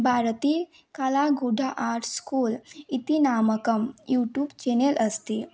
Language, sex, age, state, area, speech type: Sanskrit, female, 18-30, Assam, rural, spontaneous